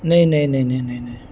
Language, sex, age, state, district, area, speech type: Urdu, male, 18-30, Bihar, Gaya, urban, spontaneous